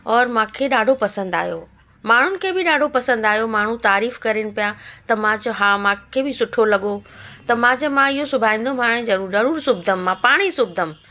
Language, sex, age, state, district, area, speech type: Sindhi, female, 45-60, Delhi, South Delhi, urban, spontaneous